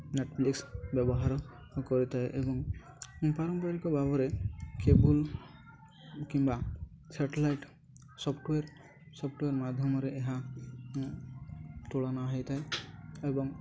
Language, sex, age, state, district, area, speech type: Odia, male, 18-30, Odisha, Nabarangpur, urban, spontaneous